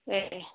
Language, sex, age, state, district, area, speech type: Manipuri, female, 30-45, Manipur, Senapati, urban, conversation